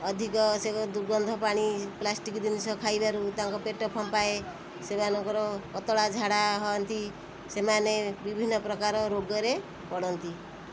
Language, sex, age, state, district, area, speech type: Odia, female, 45-60, Odisha, Kendrapara, urban, spontaneous